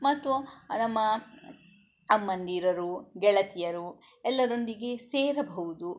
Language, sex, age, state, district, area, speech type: Kannada, female, 45-60, Karnataka, Shimoga, rural, spontaneous